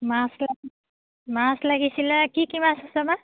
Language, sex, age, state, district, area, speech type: Assamese, female, 30-45, Assam, Biswanath, rural, conversation